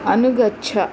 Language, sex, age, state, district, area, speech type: Sanskrit, female, 45-60, Karnataka, Mysore, urban, read